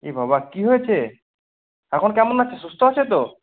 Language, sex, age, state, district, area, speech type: Bengali, male, 30-45, West Bengal, Purba Medinipur, rural, conversation